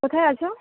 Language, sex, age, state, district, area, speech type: Bengali, female, 18-30, West Bengal, Malda, urban, conversation